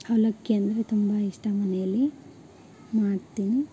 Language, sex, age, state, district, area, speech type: Kannada, female, 18-30, Karnataka, Koppal, urban, spontaneous